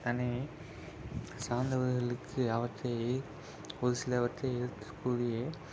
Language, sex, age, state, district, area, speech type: Tamil, male, 18-30, Tamil Nadu, Virudhunagar, urban, spontaneous